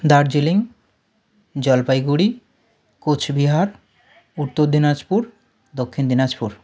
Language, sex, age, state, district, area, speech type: Bengali, male, 30-45, West Bengal, South 24 Parganas, rural, spontaneous